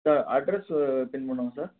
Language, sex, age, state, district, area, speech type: Tamil, male, 18-30, Tamil Nadu, Tiruchirappalli, rural, conversation